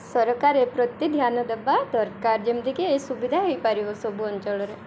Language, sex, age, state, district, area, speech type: Odia, female, 18-30, Odisha, Koraput, urban, spontaneous